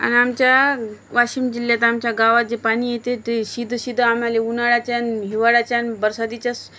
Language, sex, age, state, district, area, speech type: Marathi, female, 30-45, Maharashtra, Washim, urban, spontaneous